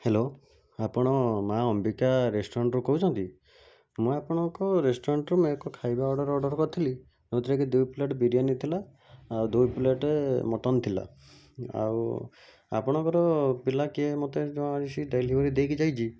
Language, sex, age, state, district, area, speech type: Odia, male, 30-45, Odisha, Cuttack, urban, spontaneous